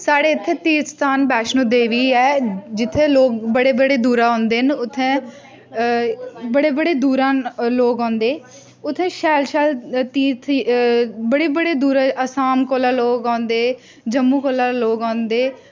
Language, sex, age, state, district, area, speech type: Dogri, female, 18-30, Jammu and Kashmir, Udhampur, rural, spontaneous